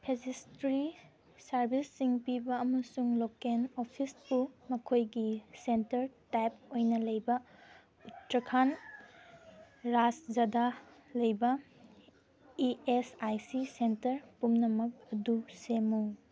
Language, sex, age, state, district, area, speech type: Manipuri, female, 18-30, Manipur, Kangpokpi, rural, read